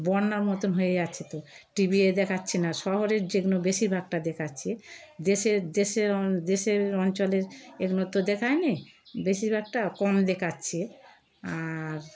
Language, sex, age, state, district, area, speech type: Bengali, female, 60+, West Bengal, Darjeeling, rural, spontaneous